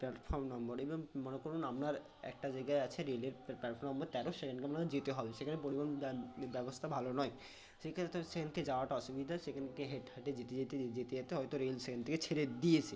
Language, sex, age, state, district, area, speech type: Bengali, male, 18-30, West Bengal, Bankura, urban, spontaneous